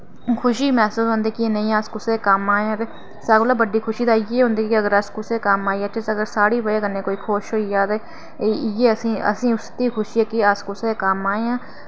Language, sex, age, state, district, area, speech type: Dogri, female, 18-30, Jammu and Kashmir, Reasi, rural, spontaneous